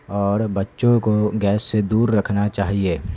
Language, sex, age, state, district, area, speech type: Urdu, male, 18-30, Bihar, Saharsa, urban, spontaneous